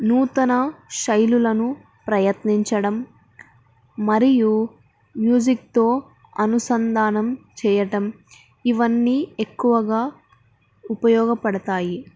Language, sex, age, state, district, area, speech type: Telugu, female, 18-30, Andhra Pradesh, Nandyal, urban, spontaneous